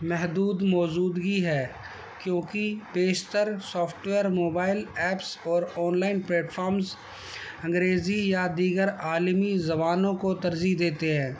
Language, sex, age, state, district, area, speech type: Urdu, male, 60+, Delhi, North East Delhi, urban, spontaneous